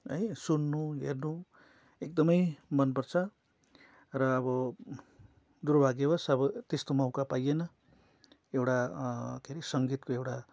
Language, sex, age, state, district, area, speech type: Nepali, male, 45-60, West Bengal, Darjeeling, rural, spontaneous